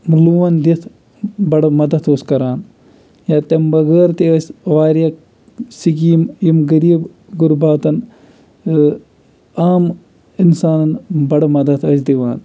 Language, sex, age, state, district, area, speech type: Kashmiri, male, 60+, Jammu and Kashmir, Kulgam, rural, spontaneous